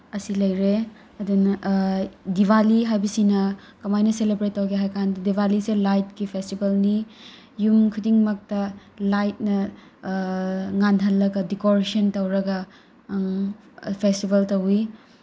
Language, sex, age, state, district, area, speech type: Manipuri, female, 30-45, Manipur, Tengnoupal, rural, spontaneous